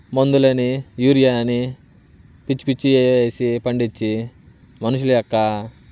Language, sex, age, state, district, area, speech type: Telugu, male, 30-45, Andhra Pradesh, Bapatla, urban, spontaneous